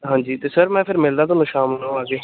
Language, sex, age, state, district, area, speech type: Punjabi, male, 18-30, Punjab, Pathankot, rural, conversation